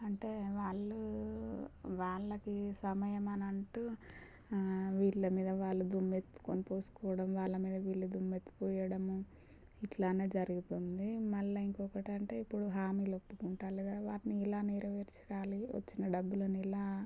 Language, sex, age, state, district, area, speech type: Telugu, female, 30-45, Telangana, Warangal, rural, spontaneous